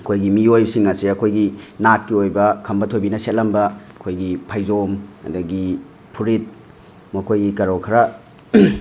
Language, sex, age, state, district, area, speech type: Manipuri, male, 45-60, Manipur, Imphal West, rural, spontaneous